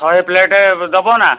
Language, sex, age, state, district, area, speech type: Odia, male, 60+, Odisha, Kendujhar, urban, conversation